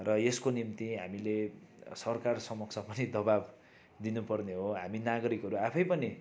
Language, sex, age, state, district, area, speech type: Nepali, male, 30-45, West Bengal, Darjeeling, rural, spontaneous